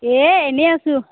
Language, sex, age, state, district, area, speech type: Assamese, female, 18-30, Assam, Udalguri, rural, conversation